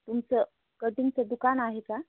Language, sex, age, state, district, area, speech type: Marathi, female, 45-60, Maharashtra, Hingoli, urban, conversation